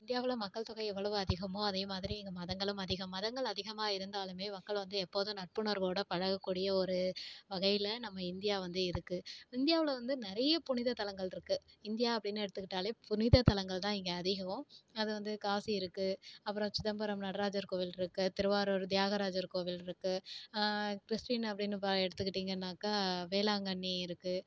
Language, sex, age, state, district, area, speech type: Tamil, female, 18-30, Tamil Nadu, Tiruvarur, rural, spontaneous